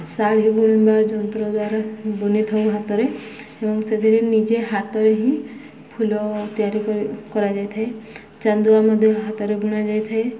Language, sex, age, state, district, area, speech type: Odia, female, 18-30, Odisha, Subarnapur, urban, spontaneous